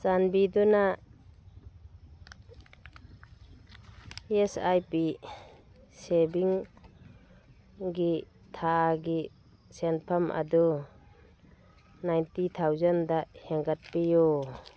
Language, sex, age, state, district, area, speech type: Manipuri, female, 45-60, Manipur, Churachandpur, urban, read